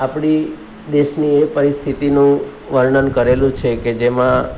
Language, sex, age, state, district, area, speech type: Gujarati, male, 45-60, Gujarat, Surat, urban, spontaneous